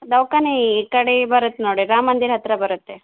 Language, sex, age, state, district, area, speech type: Kannada, female, 30-45, Karnataka, Gulbarga, urban, conversation